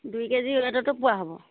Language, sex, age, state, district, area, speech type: Assamese, female, 45-60, Assam, Sivasagar, rural, conversation